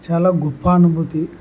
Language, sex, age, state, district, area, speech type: Telugu, male, 18-30, Andhra Pradesh, Kurnool, urban, spontaneous